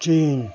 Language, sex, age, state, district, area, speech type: Bengali, male, 60+, West Bengal, Birbhum, urban, spontaneous